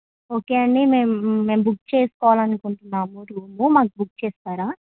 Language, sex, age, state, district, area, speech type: Telugu, female, 18-30, Andhra Pradesh, Nandyal, urban, conversation